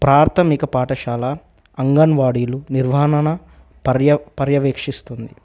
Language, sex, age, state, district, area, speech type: Telugu, male, 18-30, Telangana, Nagarkurnool, rural, spontaneous